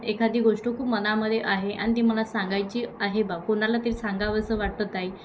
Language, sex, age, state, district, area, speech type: Marathi, female, 18-30, Maharashtra, Thane, urban, spontaneous